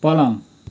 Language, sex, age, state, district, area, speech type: Nepali, male, 45-60, West Bengal, Kalimpong, rural, read